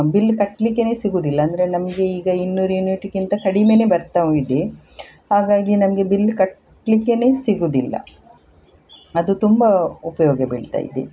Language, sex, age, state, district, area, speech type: Kannada, female, 60+, Karnataka, Udupi, rural, spontaneous